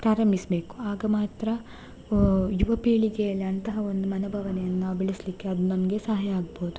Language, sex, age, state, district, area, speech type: Kannada, female, 18-30, Karnataka, Dakshina Kannada, rural, spontaneous